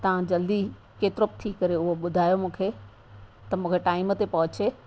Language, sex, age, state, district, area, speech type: Sindhi, female, 60+, Rajasthan, Ajmer, urban, spontaneous